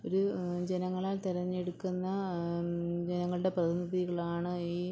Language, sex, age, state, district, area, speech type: Malayalam, female, 30-45, Kerala, Pathanamthitta, urban, spontaneous